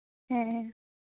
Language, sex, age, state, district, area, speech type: Santali, female, 18-30, West Bengal, Purulia, rural, conversation